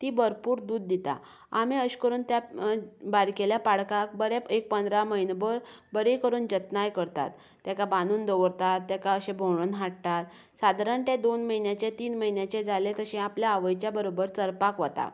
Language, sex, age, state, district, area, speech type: Goan Konkani, female, 30-45, Goa, Canacona, rural, spontaneous